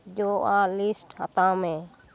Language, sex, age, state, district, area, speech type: Santali, female, 45-60, West Bengal, Bankura, rural, read